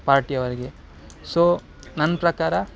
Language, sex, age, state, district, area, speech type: Kannada, male, 30-45, Karnataka, Udupi, rural, spontaneous